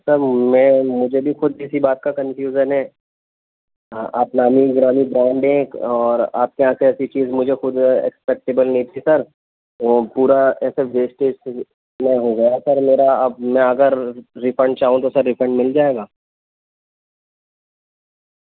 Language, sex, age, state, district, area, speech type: Urdu, male, 18-30, Delhi, New Delhi, urban, conversation